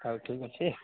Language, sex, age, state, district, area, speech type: Odia, male, 30-45, Odisha, Malkangiri, urban, conversation